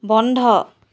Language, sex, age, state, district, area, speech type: Assamese, female, 30-45, Assam, Charaideo, urban, read